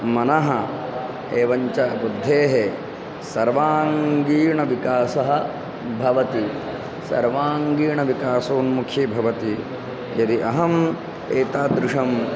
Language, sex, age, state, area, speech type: Sanskrit, male, 18-30, Madhya Pradesh, rural, spontaneous